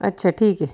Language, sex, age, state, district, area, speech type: Marathi, female, 45-60, Maharashtra, Nashik, urban, spontaneous